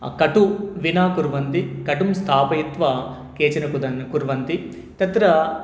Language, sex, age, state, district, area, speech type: Sanskrit, male, 30-45, Telangana, Medchal, urban, spontaneous